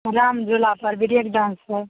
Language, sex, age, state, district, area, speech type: Maithili, female, 18-30, Bihar, Madhepura, urban, conversation